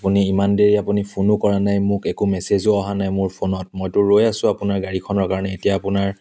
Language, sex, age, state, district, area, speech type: Assamese, male, 30-45, Assam, Dibrugarh, rural, spontaneous